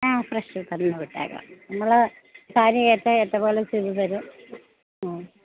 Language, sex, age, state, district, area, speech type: Malayalam, female, 30-45, Kerala, Idukki, rural, conversation